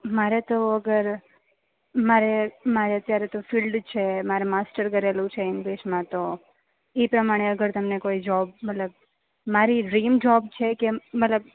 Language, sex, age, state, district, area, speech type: Gujarati, female, 30-45, Gujarat, Rajkot, urban, conversation